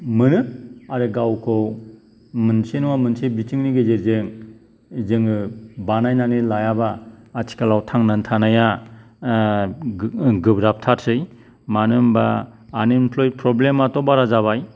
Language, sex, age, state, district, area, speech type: Bodo, male, 45-60, Assam, Kokrajhar, urban, spontaneous